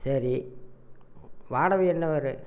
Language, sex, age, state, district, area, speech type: Tamil, male, 60+, Tamil Nadu, Erode, rural, spontaneous